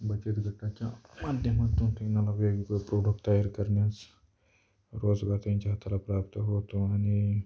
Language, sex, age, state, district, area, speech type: Marathi, male, 18-30, Maharashtra, Beed, rural, spontaneous